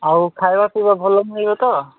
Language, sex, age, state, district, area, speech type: Odia, male, 18-30, Odisha, Nabarangpur, urban, conversation